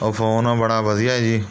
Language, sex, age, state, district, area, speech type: Punjabi, male, 30-45, Punjab, Mohali, rural, spontaneous